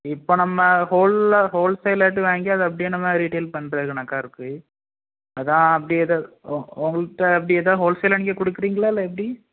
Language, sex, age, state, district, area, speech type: Tamil, male, 18-30, Tamil Nadu, Tirunelveli, rural, conversation